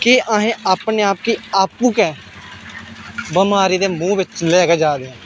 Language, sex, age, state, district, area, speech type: Dogri, male, 18-30, Jammu and Kashmir, Samba, rural, spontaneous